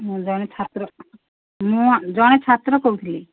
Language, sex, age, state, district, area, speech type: Odia, female, 60+, Odisha, Gajapati, rural, conversation